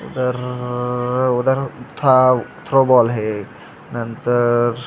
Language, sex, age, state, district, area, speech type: Marathi, male, 18-30, Maharashtra, Sangli, urban, spontaneous